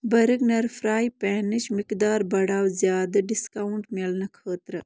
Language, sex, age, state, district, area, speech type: Kashmiri, female, 18-30, Jammu and Kashmir, Ganderbal, rural, read